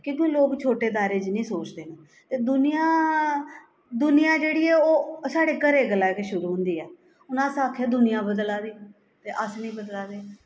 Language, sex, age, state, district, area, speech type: Dogri, female, 45-60, Jammu and Kashmir, Jammu, urban, spontaneous